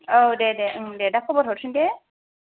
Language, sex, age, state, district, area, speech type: Bodo, female, 18-30, Assam, Kokrajhar, rural, conversation